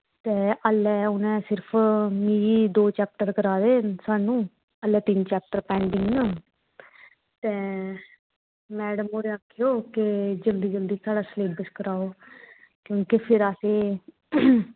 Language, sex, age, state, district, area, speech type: Dogri, female, 30-45, Jammu and Kashmir, Kathua, rural, conversation